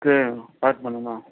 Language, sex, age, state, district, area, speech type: Tamil, male, 18-30, Tamil Nadu, Ranipet, rural, conversation